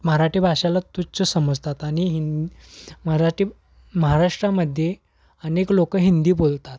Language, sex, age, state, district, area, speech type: Marathi, male, 18-30, Maharashtra, Kolhapur, urban, spontaneous